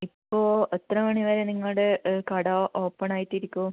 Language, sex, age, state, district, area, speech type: Malayalam, female, 18-30, Kerala, Kannur, rural, conversation